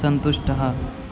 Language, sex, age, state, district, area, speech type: Sanskrit, male, 18-30, Assam, Biswanath, rural, read